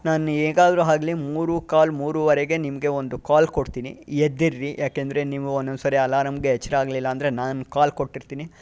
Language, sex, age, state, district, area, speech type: Kannada, male, 45-60, Karnataka, Chitradurga, rural, spontaneous